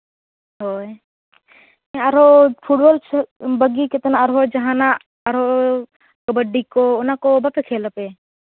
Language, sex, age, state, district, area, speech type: Santali, female, 18-30, Jharkhand, Seraikela Kharsawan, rural, conversation